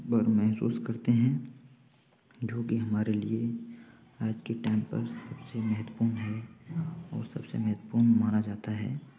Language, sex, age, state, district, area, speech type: Hindi, male, 18-30, Rajasthan, Bharatpur, rural, spontaneous